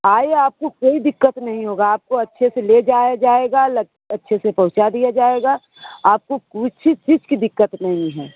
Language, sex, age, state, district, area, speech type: Hindi, female, 30-45, Uttar Pradesh, Mirzapur, rural, conversation